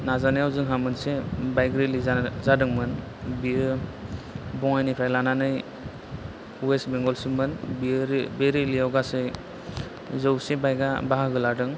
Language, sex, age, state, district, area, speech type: Bodo, male, 30-45, Assam, Chirang, rural, spontaneous